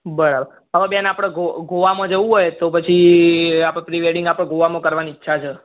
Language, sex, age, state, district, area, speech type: Gujarati, male, 18-30, Gujarat, Mehsana, rural, conversation